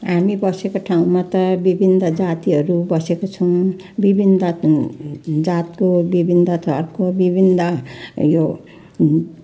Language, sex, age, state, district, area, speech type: Nepali, female, 60+, West Bengal, Jalpaiguri, urban, spontaneous